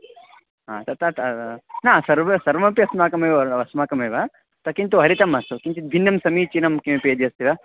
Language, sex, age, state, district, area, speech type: Sanskrit, male, 18-30, Karnataka, Mandya, rural, conversation